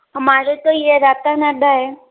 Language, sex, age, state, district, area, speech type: Hindi, female, 45-60, Rajasthan, Jodhpur, urban, conversation